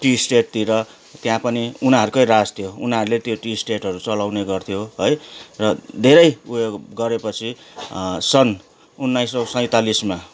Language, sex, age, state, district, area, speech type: Nepali, male, 45-60, West Bengal, Kalimpong, rural, spontaneous